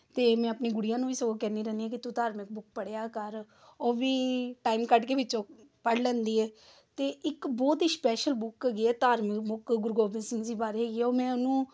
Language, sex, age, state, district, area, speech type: Punjabi, female, 30-45, Punjab, Amritsar, urban, spontaneous